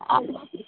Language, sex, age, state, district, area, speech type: Malayalam, male, 30-45, Kerala, Kozhikode, urban, conversation